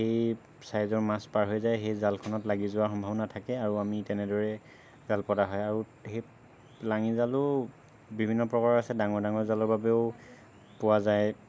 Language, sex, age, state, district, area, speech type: Assamese, male, 18-30, Assam, Lakhimpur, rural, spontaneous